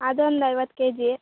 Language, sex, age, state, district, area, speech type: Kannada, female, 18-30, Karnataka, Chikkaballapur, rural, conversation